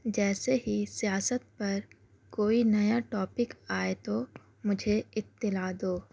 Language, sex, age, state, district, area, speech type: Urdu, female, 18-30, Uttar Pradesh, Gautam Buddha Nagar, urban, read